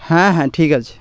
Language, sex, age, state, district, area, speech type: Bengali, male, 30-45, West Bengal, Birbhum, urban, spontaneous